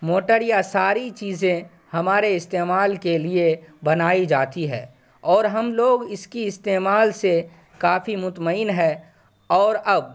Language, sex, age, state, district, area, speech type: Urdu, male, 18-30, Bihar, Saharsa, rural, spontaneous